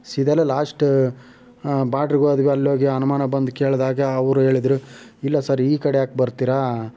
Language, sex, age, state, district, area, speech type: Kannada, male, 18-30, Karnataka, Chitradurga, rural, spontaneous